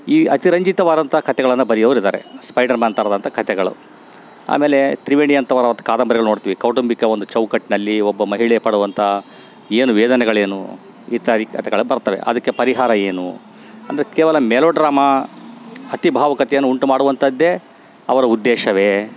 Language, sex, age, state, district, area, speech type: Kannada, male, 60+, Karnataka, Bellary, rural, spontaneous